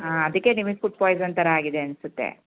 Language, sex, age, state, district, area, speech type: Kannada, female, 30-45, Karnataka, Hassan, rural, conversation